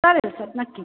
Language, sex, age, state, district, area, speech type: Marathi, female, 30-45, Maharashtra, Buldhana, urban, conversation